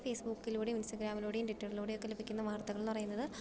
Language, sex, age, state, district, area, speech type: Malayalam, female, 18-30, Kerala, Idukki, rural, spontaneous